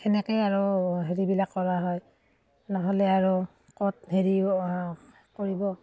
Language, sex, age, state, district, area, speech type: Assamese, female, 30-45, Assam, Udalguri, rural, spontaneous